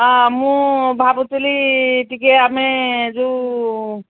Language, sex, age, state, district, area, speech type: Odia, female, 60+, Odisha, Angul, rural, conversation